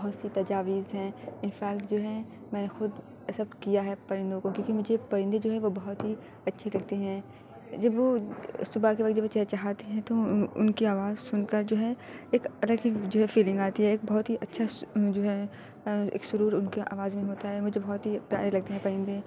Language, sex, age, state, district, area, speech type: Urdu, female, 45-60, Uttar Pradesh, Aligarh, rural, spontaneous